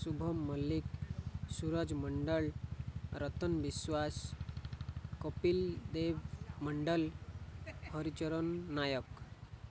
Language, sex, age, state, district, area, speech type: Odia, male, 45-60, Odisha, Malkangiri, urban, spontaneous